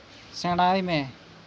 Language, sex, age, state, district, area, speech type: Santali, male, 30-45, West Bengal, Malda, rural, read